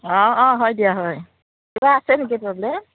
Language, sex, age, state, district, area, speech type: Assamese, female, 60+, Assam, Udalguri, rural, conversation